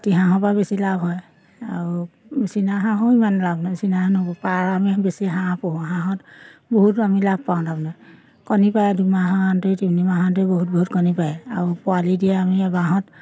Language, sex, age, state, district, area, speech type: Assamese, female, 45-60, Assam, Majuli, urban, spontaneous